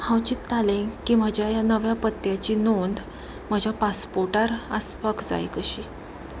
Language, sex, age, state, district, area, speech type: Goan Konkani, female, 30-45, Goa, Pernem, rural, spontaneous